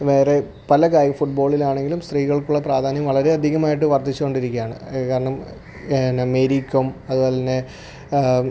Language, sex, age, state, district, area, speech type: Malayalam, male, 18-30, Kerala, Alappuzha, rural, spontaneous